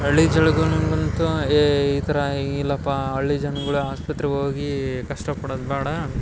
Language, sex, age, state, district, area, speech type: Kannada, male, 18-30, Karnataka, Dharwad, rural, spontaneous